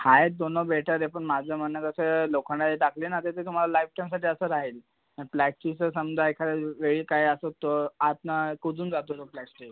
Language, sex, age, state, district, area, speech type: Marathi, male, 18-30, Maharashtra, Thane, urban, conversation